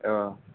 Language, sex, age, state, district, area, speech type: Nepali, male, 30-45, West Bengal, Kalimpong, rural, conversation